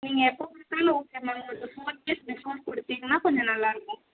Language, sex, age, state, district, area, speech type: Tamil, female, 30-45, Tamil Nadu, Chennai, urban, conversation